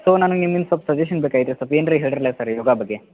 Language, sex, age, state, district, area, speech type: Kannada, male, 45-60, Karnataka, Belgaum, rural, conversation